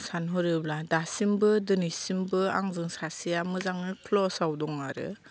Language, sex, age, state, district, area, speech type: Bodo, female, 45-60, Assam, Kokrajhar, rural, spontaneous